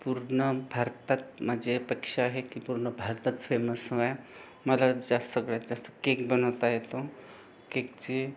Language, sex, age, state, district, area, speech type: Marathi, other, 30-45, Maharashtra, Buldhana, urban, spontaneous